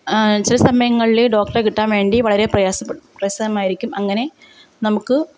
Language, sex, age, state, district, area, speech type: Malayalam, female, 30-45, Kerala, Kottayam, rural, spontaneous